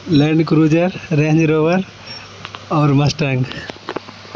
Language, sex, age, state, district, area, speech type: Urdu, male, 18-30, Bihar, Supaul, rural, spontaneous